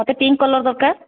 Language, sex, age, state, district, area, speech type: Odia, female, 30-45, Odisha, Kandhamal, rural, conversation